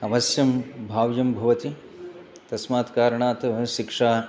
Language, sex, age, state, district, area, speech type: Sanskrit, male, 60+, Telangana, Hyderabad, urban, spontaneous